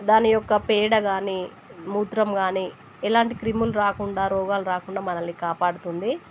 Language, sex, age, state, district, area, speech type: Telugu, female, 30-45, Telangana, Warangal, rural, spontaneous